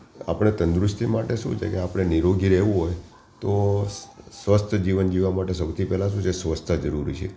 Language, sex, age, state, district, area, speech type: Gujarati, male, 60+, Gujarat, Ahmedabad, urban, spontaneous